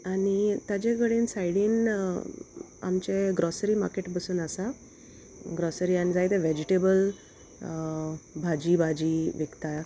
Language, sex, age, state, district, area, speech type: Goan Konkani, female, 30-45, Goa, Salcete, rural, spontaneous